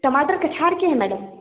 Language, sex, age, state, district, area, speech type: Hindi, female, 18-30, Madhya Pradesh, Balaghat, rural, conversation